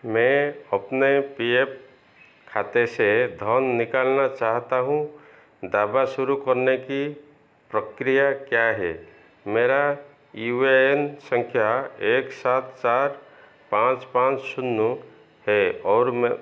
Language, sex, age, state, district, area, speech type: Hindi, male, 45-60, Madhya Pradesh, Chhindwara, rural, read